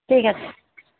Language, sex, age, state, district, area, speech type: Bengali, female, 45-60, West Bengal, Alipurduar, rural, conversation